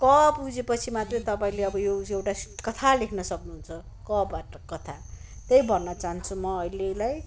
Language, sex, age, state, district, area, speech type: Nepali, male, 30-45, West Bengal, Kalimpong, rural, spontaneous